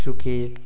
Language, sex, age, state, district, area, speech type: Bengali, male, 18-30, West Bengal, Bankura, urban, read